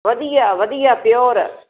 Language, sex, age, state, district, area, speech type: Punjabi, female, 60+, Punjab, Fazilka, rural, conversation